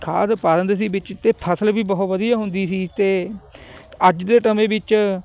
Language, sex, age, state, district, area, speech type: Punjabi, male, 18-30, Punjab, Fatehgarh Sahib, rural, spontaneous